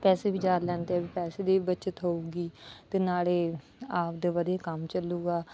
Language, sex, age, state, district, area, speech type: Punjabi, female, 30-45, Punjab, Bathinda, rural, spontaneous